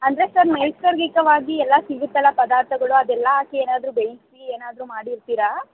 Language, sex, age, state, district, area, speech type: Kannada, female, 45-60, Karnataka, Tumkur, rural, conversation